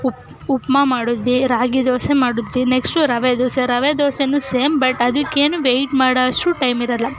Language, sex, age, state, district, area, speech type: Kannada, female, 18-30, Karnataka, Chamarajanagar, urban, spontaneous